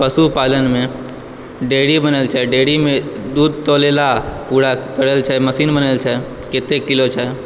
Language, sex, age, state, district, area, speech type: Maithili, male, 18-30, Bihar, Purnia, urban, spontaneous